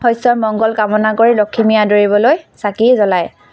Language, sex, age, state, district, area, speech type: Assamese, female, 18-30, Assam, Tinsukia, urban, spontaneous